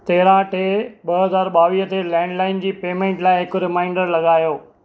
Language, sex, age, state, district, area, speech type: Sindhi, male, 45-60, Maharashtra, Thane, urban, read